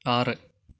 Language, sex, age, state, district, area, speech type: Malayalam, male, 30-45, Kerala, Kasaragod, urban, read